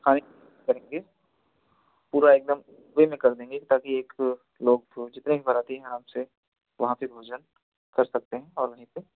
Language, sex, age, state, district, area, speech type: Hindi, male, 30-45, Uttar Pradesh, Jaunpur, rural, conversation